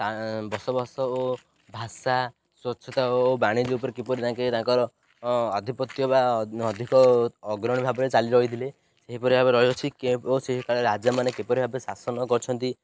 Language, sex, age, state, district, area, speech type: Odia, male, 18-30, Odisha, Ganjam, rural, spontaneous